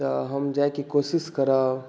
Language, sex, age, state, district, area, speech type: Maithili, male, 18-30, Bihar, Saharsa, urban, spontaneous